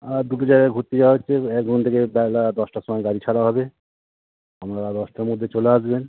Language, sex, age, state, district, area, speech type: Bengali, male, 30-45, West Bengal, Howrah, urban, conversation